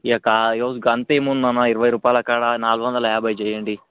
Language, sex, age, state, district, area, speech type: Telugu, male, 18-30, Telangana, Vikarabad, urban, conversation